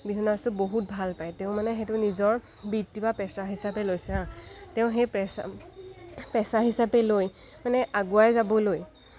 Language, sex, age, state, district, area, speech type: Assamese, female, 18-30, Assam, Lakhimpur, rural, spontaneous